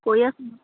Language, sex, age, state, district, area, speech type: Assamese, female, 30-45, Assam, Dhemaji, rural, conversation